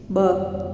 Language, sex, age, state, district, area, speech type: Sindhi, female, 45-60, Gujarat, Junagadh, urban, read